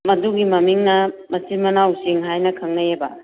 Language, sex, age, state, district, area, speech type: Manipuri, female, 45-60, Manipur, Kakching, rural, conversation